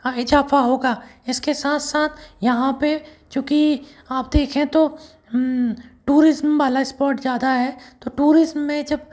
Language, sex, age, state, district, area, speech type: Hindi, male, 18-30, Madhya Pradesh, Bhopal, urban, spontaneous